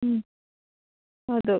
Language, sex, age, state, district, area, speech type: Kannada, female, 45-60, Karnataka, Dakshina Kannada, rural, conversation